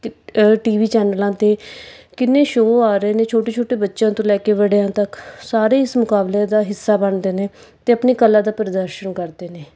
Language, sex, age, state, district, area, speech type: Punjabi, female, 30-45, Punjab, Mansa, urban, spontaneous